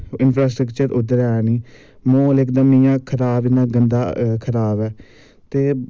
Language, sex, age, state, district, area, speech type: Dogri, male, 18-30, Jammu and Kashmir, Samba, urban, spontaneous